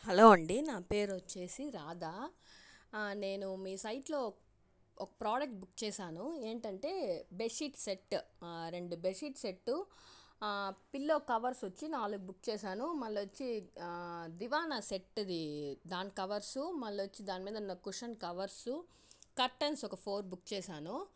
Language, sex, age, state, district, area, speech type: Telugu, female, 45-60, Andhra Pradesh, Chittoor, urban, spontaneous